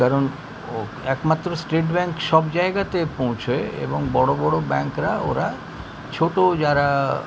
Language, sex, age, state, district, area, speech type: Bengali, male, 60+, West Bengal, Kolkata, urban, spontaneous